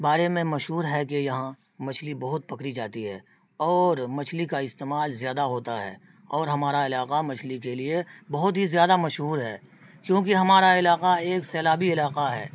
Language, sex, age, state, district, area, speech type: Urdu, male, 45-60, Bihar, Araria, rural, spontaneous